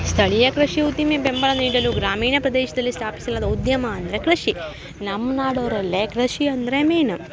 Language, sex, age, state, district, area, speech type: Kannada, female, 18-30, Karnataka, Uttara Kannada, rural, spontaneous